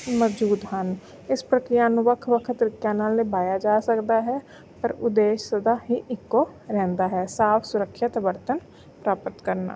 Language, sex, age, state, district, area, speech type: Punjabi, female, 30-45, Punjab, Mansa, urban, spontaneous